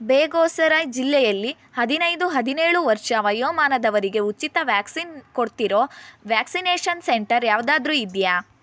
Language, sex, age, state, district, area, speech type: Kannada, female, 18-30, Karnataka, Chitradurga, rural, read